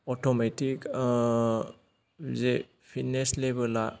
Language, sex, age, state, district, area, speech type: Bodo, male, 30-45, Assam, Kokrajhar, rural, spontaneous